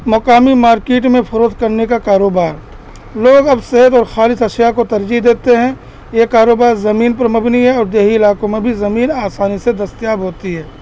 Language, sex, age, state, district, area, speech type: Urdu, male, 30-45, Uttar Pradesh, Balrampur, rural, spontaneous